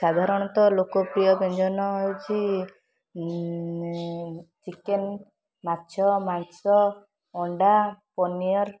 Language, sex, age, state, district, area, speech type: Odia, female, 18-30, Odisha, Puri, urban, spontaneous